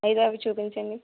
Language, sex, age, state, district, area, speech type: Telugu, female, 18-30, Andhra Pradesh, East Godavari, rural, conversation